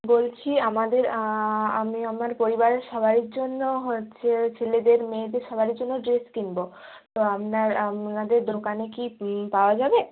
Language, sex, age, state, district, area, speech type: Bengali, female, 18-30, West Bengal, Jalpaiguri, rural, conversation